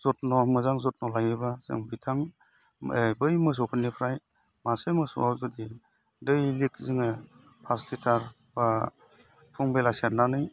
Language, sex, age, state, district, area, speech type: Bodo, male, 30-45, Assam, Udalguri, urban, spontaneous